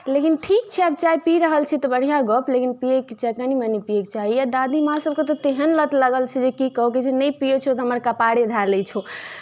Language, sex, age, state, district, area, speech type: Maithili, female, 18-30, Bihar, Darbhanga, rural, spontaneous